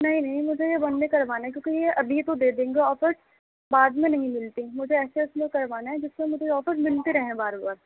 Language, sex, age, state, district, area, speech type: Urdu, female, 18-30, Delhi, East Delhi, urban, conversation